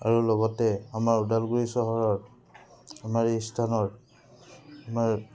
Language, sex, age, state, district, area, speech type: Assamese, male, 30-45, Assam, Udalguri, rural, spontaneous